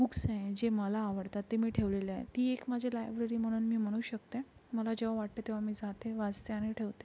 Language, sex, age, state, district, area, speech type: Marathi, female, 18-30, Maharashtra, Yavatmal, urban, spontaneous